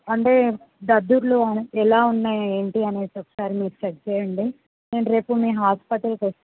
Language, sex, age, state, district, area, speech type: Telugu, female, 18-30, Telangana, Vikarabad, urban, conversation